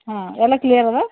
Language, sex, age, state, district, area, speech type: Kannada, female, 60+, Karnataka, Bidar, urban, conversation